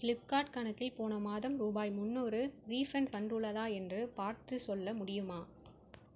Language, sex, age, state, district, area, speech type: Tamil, female, 30-45, Tamil Nadu, Cuddalore, rural, read